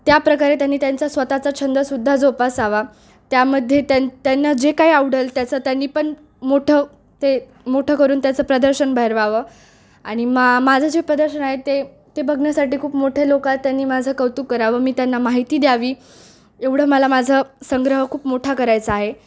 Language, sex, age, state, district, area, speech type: Marathi, female, 18-30, Maharashtra, Nanded, rural, spontaneous